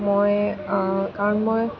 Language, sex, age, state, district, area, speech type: Assamese, female, 18-30, Assam, Kamrup Metropolitan, urban, spontaneous